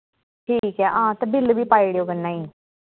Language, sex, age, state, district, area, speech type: Dogri, female, 30-45, Jammu and Kashmir, Kathua, rural, conversation